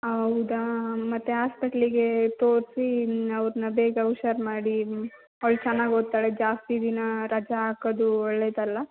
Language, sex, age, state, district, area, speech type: Kannada, female, 18-30, Karnataka, Chitradurga, rural, conversation